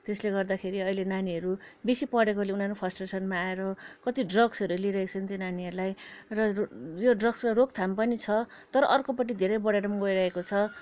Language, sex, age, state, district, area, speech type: Nepali, female, 60+, West Bengal, Kalimpong, rural, spontaneous